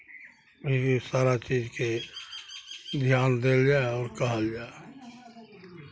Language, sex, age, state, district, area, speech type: Maithili, male, 45-60, Bihar, Araria, rural, spontaneous